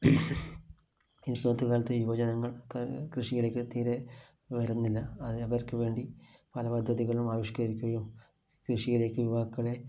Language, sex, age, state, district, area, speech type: Malayalam, male, 45-60, Kerala, Kasaragod, rural, spontaneous